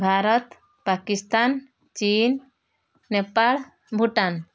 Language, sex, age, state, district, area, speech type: Odia, female, 60+, Odisha, Balasore, rural, spontaneous